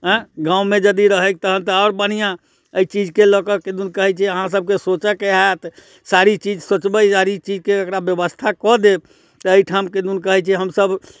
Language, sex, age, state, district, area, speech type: Maithili, male, 60+, Bihar, Muzaffarpur, urban, spontaneous